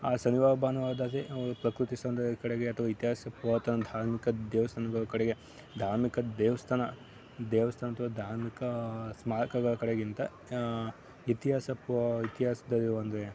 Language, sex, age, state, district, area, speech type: Kannada, male, 18-30, Karnataka, Mandya, rural, spontaneous